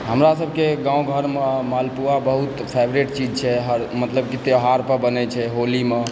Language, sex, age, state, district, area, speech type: Maithili, male, 18-30, Bihar, Supaul, rural, spontaneous